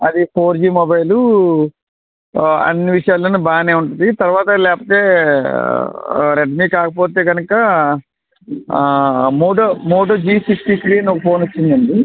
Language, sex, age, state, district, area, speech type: Telugu, male, 45-60, Andhra Pradesh, West Godavari, rural, conversation